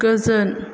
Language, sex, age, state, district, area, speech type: Bodo, female, 30-45, Assam, Chirang, urban, read